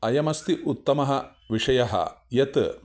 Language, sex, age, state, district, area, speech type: Sanskrit, male, 45-60, Telangana, Ranga Reddy, urban, spontaneous